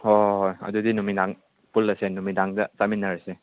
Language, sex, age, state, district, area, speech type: Manipuri, male, 30-45, Manipur, Chandel, rural, conversation